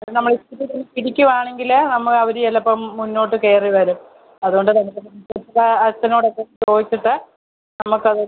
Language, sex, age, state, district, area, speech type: Malayalam, female, 45-60, Kerala, Kottayam, rural, conversation